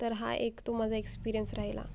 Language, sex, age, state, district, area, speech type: Marathi, female, 18-30, Maharashtra, Akola, rural, spontaneous